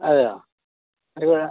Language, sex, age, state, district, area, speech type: Malayalam, male, 60+, Kerala, Kasaragod, urban, conversation